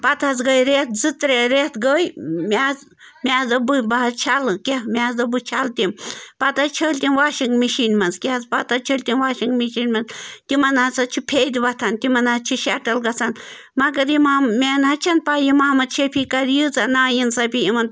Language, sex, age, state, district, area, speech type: Kashmiri, female, 30-45, Jammu and Kashmir, Bandipora, rural, spontaneous